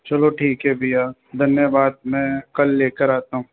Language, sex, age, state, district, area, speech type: Hindi, male, 18-30, Rajasthan, Jaipur, urban, conversation